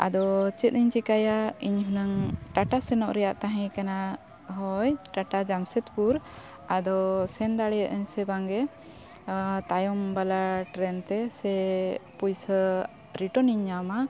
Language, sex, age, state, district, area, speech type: Santali, female, 30-45, Jharkhand, Bokaro, rural, spontaneous